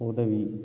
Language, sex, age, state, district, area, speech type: Tamil, male, 18-30, Tamil Nadu, Cuddalore, rural, read